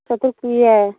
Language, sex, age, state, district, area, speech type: Manipuri, female, 45-60, Manipur, Churachandpur, urban, conversation